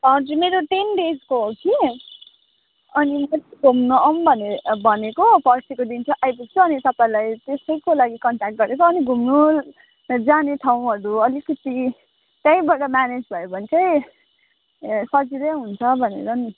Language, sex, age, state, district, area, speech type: Nepali, female, 18-30, West Bengal, Kalimpong, rural, conversation